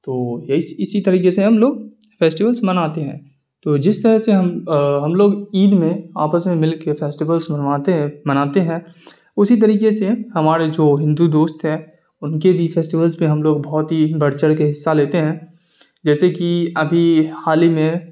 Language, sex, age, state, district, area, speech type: Urdu, male, 18-30, Bihar, Darbhanga, rural, spontaneous